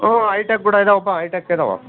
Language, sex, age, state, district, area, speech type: Kannada, male, 45-60, Karnataka, Bellary, rural, conversation